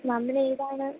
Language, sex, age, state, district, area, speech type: Malayalam, female, 18-30, Kerala, Idukki, rural, conversation